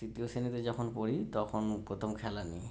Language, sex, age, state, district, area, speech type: Bengali, male, 30-45, West Bengal, Howrah, urban, spontaneous